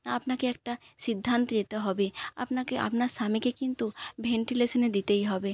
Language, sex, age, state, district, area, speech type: Bengali, female, 45-60, West Bengal, Jhargram, rural, spontaneous